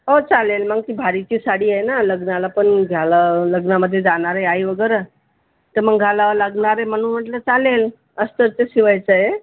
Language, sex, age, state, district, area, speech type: Marathi, female, 45-60, Maharashtra, Buldhana, rural, conversation